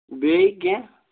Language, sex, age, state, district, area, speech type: Kashmiri, male, 18-30, Jammu and Kashmir, Shopian, rural, conversation